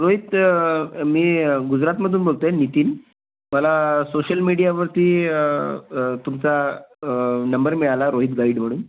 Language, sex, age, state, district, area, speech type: Marathi, male, 45-60, Maharashtra, Raigad, urban, conversation